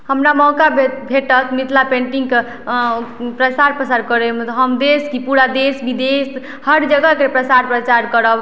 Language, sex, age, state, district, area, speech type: Maithili, female, 18-30, Bihar, Madhubani, rural, spontaneous